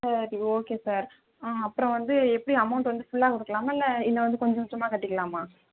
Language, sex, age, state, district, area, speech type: Tamil, female, 18-30, Tamil Nadu, Tiruvarur, rural, conversation